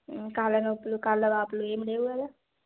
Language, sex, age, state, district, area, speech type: Telugu, female, 18-30, Telangana, Karimnagar, rural, conversation